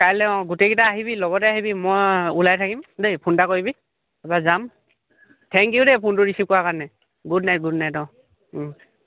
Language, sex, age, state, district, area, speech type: Assamese, male, 18-30, Assam, Lakhimpur, urban, conversation